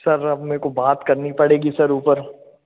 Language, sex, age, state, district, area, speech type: Hindi, male, 18-30, Madhya Pradesh, Hoshangabad, urban, conversation